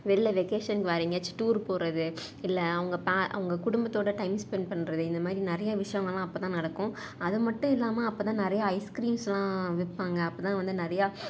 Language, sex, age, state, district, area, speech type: Tamil, female, 18-30, Tamil Nadu, Salem, urban, spontaneous